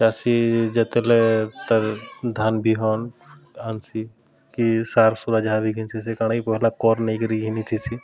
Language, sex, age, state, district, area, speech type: Odia, male, 30-45, Odisha, Bargarh, urban, spontaneous